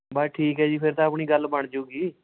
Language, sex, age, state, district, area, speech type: Punjabi, male, 18-30, Punjab, Shaheed Bhagat Singh Nagar, urban, conversation